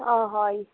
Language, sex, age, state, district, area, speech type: Assamese, female, 30-45, Assam, Nagaon, urban, conversation